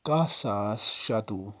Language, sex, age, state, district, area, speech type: Kashmiri, male, 45-60, Jammu and Kashmir, Ganderbal, rural, spontaneous